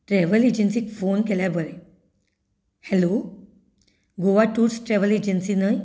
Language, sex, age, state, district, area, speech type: Goan Konkani, female, 30-45, Goa, Canacona, rural, spontaneous